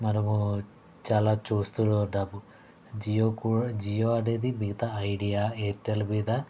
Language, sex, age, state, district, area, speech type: Telugu, male, 60+, Andhra Pradesh, Konaseema, rural, spontaneous